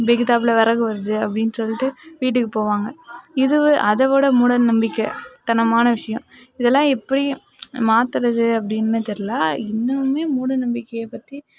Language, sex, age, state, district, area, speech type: Tamil, female, 30-45, Tamil Nadu, Mayiladuthurai, urban, spontaneous